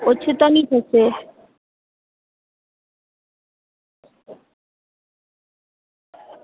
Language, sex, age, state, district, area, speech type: Gujarati, female, 18-30, Gujarat, Valsad, urban, conversation